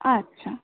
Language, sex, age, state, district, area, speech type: Bengali, female, 18-30, West Bengal, Cooch Behar, urban, conversation